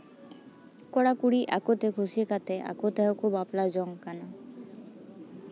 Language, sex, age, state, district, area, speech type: Santali, female, 18-30, West Bengal, Paschim Bardhaman, rural, spontaneous